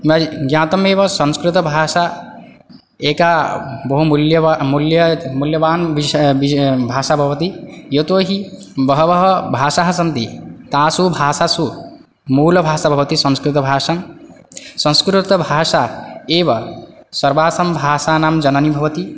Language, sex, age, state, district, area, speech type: Sanskrit, male, 18-30, Odisha, Balangir, rural, spontaneous